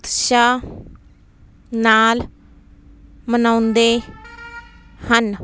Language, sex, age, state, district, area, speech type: Punjabi, female, 18-30, Punjab, Fazilka, urban, read